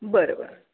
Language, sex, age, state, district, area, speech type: Marathi, female, 60+, Maharashtra, Pune, urban, conversation